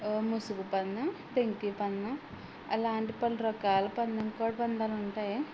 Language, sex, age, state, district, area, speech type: Telugu, female, 18-30, Andhra Pradesh, Eluru, rural, spontaneous